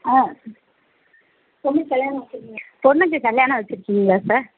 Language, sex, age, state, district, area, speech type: Tamil, female, 60+, Tamil Nadu, Madurai, rural, conversation